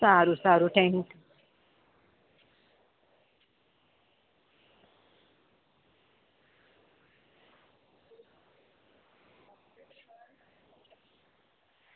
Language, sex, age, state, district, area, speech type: Gujarati, female, 30-45, Gujarat, Ahmedabad, urban, conversation